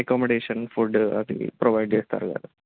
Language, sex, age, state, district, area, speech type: Telugu, male, 30-45, Telangana, Peddapalli, rural, conversation